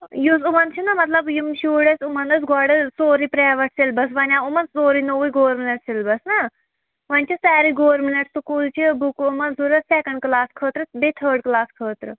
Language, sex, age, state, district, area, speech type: Kashmiri, female, 18-30, Jammu and Kashmir, Shopian, rural, conversation